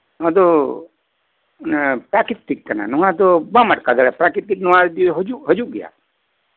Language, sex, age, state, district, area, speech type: Santali, male, 45-60, West Bengal, Birbhum, rural, conversation